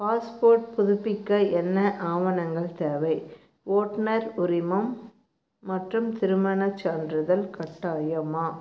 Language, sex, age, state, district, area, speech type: Tamil, female, 45-60, Tamil Nadu, Tirupattur, rural, read